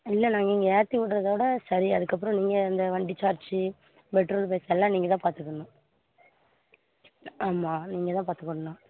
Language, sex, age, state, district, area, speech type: Tamil, female, 18-30, Tamil Nadu, Thoothukudi, rural, conversation